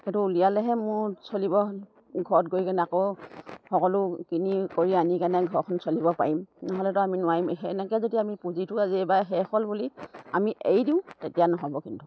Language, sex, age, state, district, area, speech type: Assamese, female, 60+, Assam, Dibrugarh, rural, spontaneous